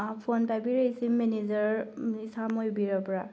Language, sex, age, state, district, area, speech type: Manipuri, female, 30-45, Manipur, Thoubal, rural, spontaneous